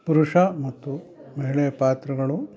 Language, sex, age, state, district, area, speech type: Kannada, male, 60+, Karnataka, Chikkamagaluru, rural, spontaneous